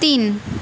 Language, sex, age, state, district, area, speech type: Bengali, female, 30-45, West Bengal, Paschim Medinipur, rural, read